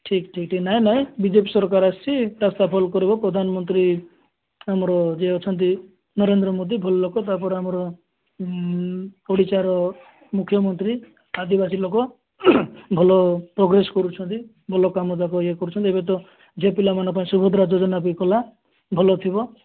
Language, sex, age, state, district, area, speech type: Odia, male, 30-45, Odisha, Nabarangpur, urban, conversation